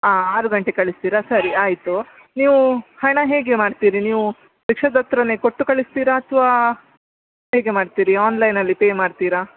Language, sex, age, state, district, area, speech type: Kannada, female, 30-45, Karnataka, Udupi, rural, conversation